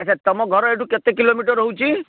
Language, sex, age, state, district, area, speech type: Odia, male, 30-45, Odisha, Bhadrak, rural, conversation